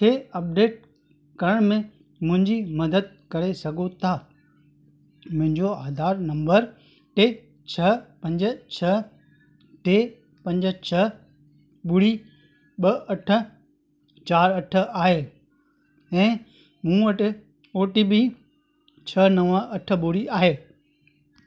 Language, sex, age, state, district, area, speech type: Sindhi, male, 45-60, Gujarat, Kutch, rural, read